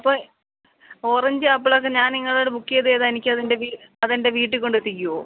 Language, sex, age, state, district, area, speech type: Malayalam, female, 45-60, Kerala, Kottayam, urban, conversation